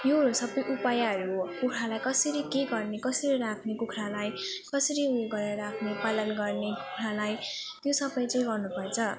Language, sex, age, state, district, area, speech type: Nepali, female, 18-30, West Bengal, Jalpaiguri, rural, spontaneous